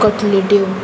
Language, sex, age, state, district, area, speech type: Goan Konkani, female, 18-30, Goa, Murmgao, urban, spontaneous